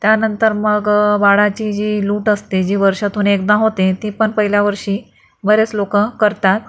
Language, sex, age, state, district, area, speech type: Marathi, female, 45-60, Maharashtra, Akola, urban, spontaneous